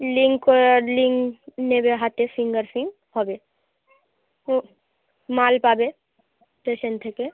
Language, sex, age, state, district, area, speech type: Bengali, female, 18-30, West Bengal, Dakshin Dinajpur, urban, conversation